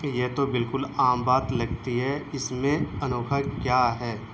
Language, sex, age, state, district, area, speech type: Urdu, male, 18-30, Bihar, Saharsa, urban, read